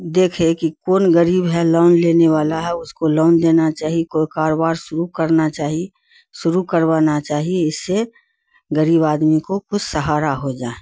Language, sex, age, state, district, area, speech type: Urdu, female, 60+, Bihar, Khagaria, rural, spontaneous